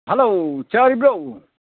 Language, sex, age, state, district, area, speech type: Manipuri, male, 30-45, Manipur, Senapati, urban, conversation